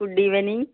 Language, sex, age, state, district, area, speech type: Malayalam, female, 60+, Kerala, Wayanad, rural, conversation